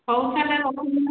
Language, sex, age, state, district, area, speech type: Odia, female, 45-60, Odisha, Angul, rural, conversation